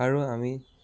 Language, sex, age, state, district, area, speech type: Assamese, male, 18-30, Assam, Jorhat, urban, spontaneous